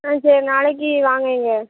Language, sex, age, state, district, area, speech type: Tamil, female, 18-30, Tamil Nadu, Thoothukudi, urban, conversation